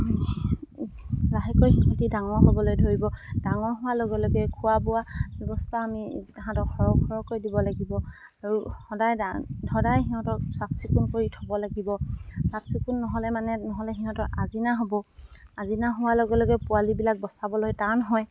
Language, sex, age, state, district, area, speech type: Assamese, female, 45-60, Assam, Dibrugarh, rural, spontaneous